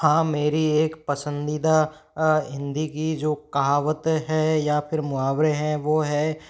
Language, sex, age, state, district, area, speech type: Hindi, male, 18-30, Rajasthan, Jaipur, urban, spontaneous